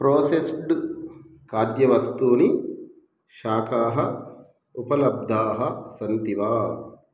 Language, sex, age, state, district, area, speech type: Sanskrit, male, 30-45, Telangana, Hyderabad, urban, read